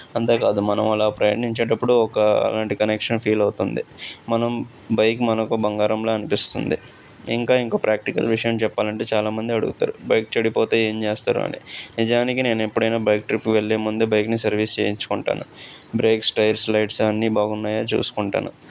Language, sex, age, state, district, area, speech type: Telugu, male, 18-30, Andhra Pradesh, Krishna, urban, spontaneous